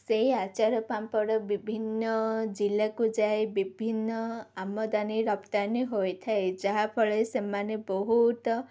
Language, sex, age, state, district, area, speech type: Odia, female, 18-30, Odisha, Ganjam, urban, spontaneous